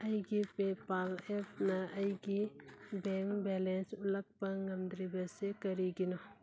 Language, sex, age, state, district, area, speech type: Manipuri, female, 30-45, Manipur, Churachandpur, rural, read